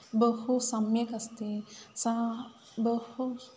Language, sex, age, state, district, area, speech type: Sanskrit, female, 18-30, Kerala, Idukki, rural, spontaneous